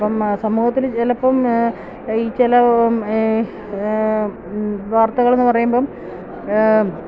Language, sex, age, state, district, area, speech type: Malayalam, female, 45-60, Kerala, Kottayam, rural, spontaneous